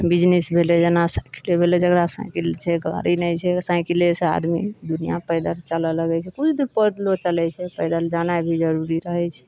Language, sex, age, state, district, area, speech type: Maithili, female, 45-60, Bihar, Madhepura, rural, spontaneous